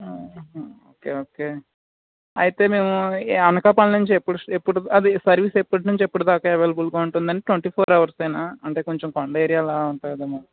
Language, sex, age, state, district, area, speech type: Telugu, male, 30-45, Andhra Pradesh, Anakapalli, rural, conversation